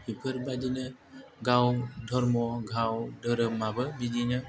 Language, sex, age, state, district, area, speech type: Bodo, male, 45-60, Assam, Chirang, rural, spontaneous